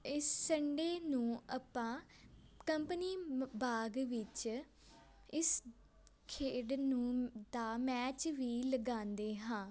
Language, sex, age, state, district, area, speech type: Punjabi, female, 18-30, Punjab, Amritsar, urban, spontaneous